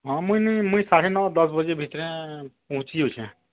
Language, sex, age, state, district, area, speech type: Odia, male, 45-60, Odisha, Nuapada, urban, conversation